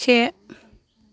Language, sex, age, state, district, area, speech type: Bodo, female, 60+, Assam, Kokrajhar, rural, read